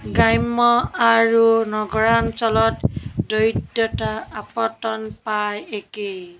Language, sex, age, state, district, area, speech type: Assamese, female, 45-60, Assam, Nagaon, rural, read